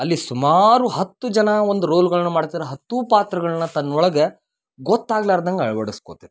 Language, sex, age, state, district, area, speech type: Kannada, male, 30-45, Karnataka, Dharwad, rural, spontaneous